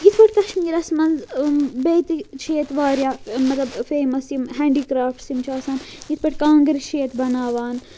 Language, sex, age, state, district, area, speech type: Kashmiri, female, 18-30, Jammu and Kashmir, Srinagar, urban, spontaneous